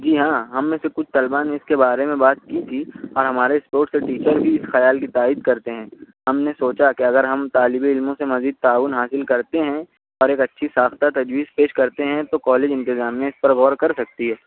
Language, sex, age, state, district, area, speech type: Urdu, male, 45-60, Maharashtra, Nashik, urban, conversation